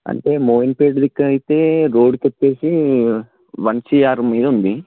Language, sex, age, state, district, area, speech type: Telugu, male, 18-30, Telangana, Vikarabad, urban, conversation